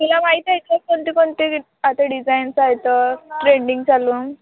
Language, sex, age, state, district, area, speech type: Marathi, female, 18-30, Maharashtra, Wardha, rural, conversation